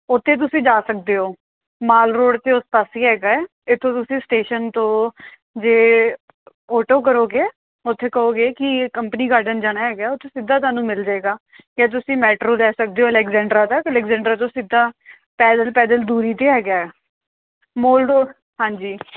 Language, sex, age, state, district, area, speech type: Punjabi, female, 18-30, Punjab, Amritsar, urban, conversation